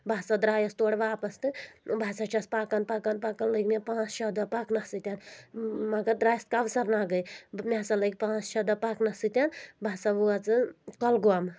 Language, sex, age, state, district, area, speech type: Kashmiri, female, 18-30, Jammu and Kashmir, Anantnag, rural, spontaneous